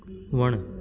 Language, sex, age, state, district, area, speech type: Sindhi, male, 60+, Delhi, South Delhi, urban, read